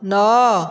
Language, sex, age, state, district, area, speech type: Odia, female, 60+, Odisha, Dhenkanal, rural, read